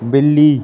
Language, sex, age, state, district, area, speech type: Sindhi, male, 18-30, Madhya Pradesh, Katni, urban, read